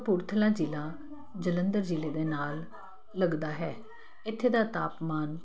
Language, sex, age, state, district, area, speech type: Punjabi, female, 45-60, Punjab, Kapurthala, urban, spontaneous